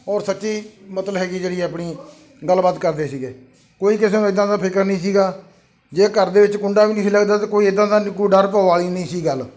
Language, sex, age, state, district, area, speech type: Punjabi, male, 60+, Punjab, Bathinda, urban, spontaneous